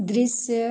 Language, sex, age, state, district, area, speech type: Hindi, female, 45-60, Uttar Pradesh, Mau, rural, read